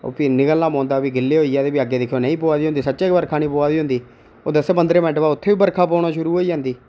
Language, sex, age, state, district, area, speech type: Dogri, male, 18-30, Jammu and Kashmir, Reasi, rural, spontaneous